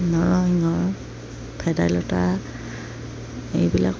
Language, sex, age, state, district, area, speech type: Assamese, female, 30-45, Assam, Darrang, rural, spontaneous